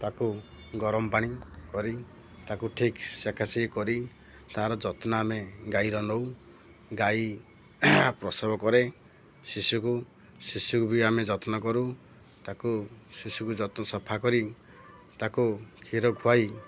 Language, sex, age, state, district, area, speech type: Odia, male, 45-60, Odisha, Ganjam, urban, spontaneous